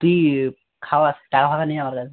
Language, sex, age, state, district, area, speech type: Bengali, male, 18-30, West Bengal, South 24 Parganas, rural, conversation